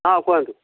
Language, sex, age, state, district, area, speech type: Odia, male, 45-60, Odisha, Angul, rural, conversation